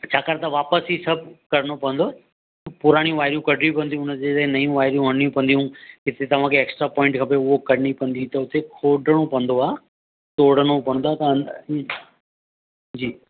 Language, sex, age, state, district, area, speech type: Sindhi, male, 45-60, Maharashtra, Mumbai Suburban, urban, conversation